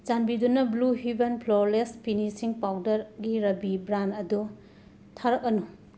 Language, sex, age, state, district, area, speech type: Manipuri, female, 45-60, Manipur, Imphal West, urban, read